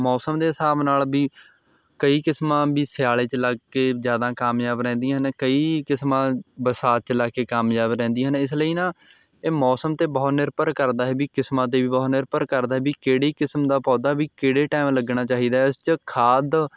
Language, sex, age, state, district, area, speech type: Punjabi, male, 18-30, Punjab, Mohali, rural, spontaneous